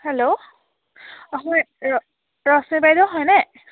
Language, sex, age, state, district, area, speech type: Assamese, female, 18-30, Assam, Biswanath, rural, conversation